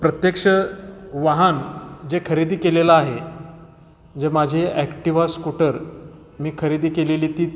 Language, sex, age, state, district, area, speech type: Marathi, male, 45-60, Maharashtra, Satara, urban, spontaneous